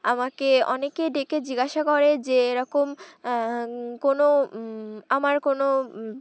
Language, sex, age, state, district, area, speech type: Bengali, female, 18-30, West Bengal, Uttar Dinajpur, urban, spontaneous